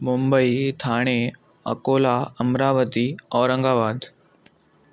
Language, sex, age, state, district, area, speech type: Sindhi, male, 18-30, Maharashtra, Thane, urban, spontaneous